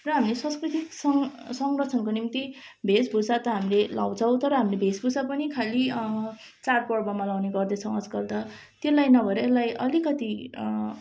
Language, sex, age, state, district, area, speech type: Nepali, female, 18-30, West Bengal, Darjeeling, rural, spontaneous